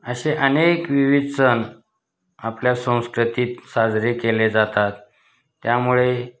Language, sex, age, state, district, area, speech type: Marathi, male, 45-60, Maharashtra, Osmanabad, rural, spontaneous